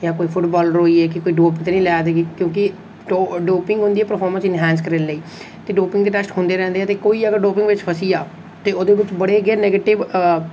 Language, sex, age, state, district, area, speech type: Dogri, male, 18-30, Jammu and Kashmir, Reasi, rural, spontaneous